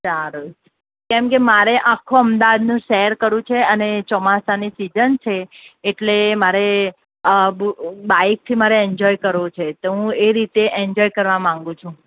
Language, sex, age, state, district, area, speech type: Gujarati, female, 30-45, Gujarat, Ahmedabad, urban, conversation